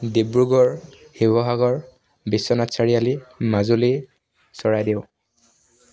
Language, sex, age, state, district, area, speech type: Assamese, male, 18-30, Assam, Dibrugarh, urban, spontaneous